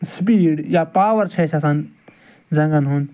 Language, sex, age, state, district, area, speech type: Kashmiri, male, 60+, Jammu and Kashmir, Srinagar, urban, spontaneous